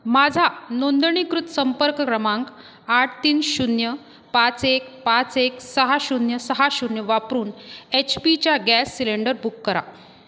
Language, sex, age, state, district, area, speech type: Marathi, female, 30-45, Maharashtra, Buldhana, rural, read